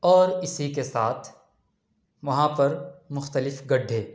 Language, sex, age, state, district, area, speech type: Urdu, male, 18-30, Delhi, East Delhi, urban, spontaneous